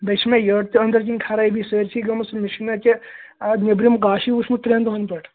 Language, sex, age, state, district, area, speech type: Kashmiri, male, 18-30, Jammu and Kashmir, Srinagar, urban, conversation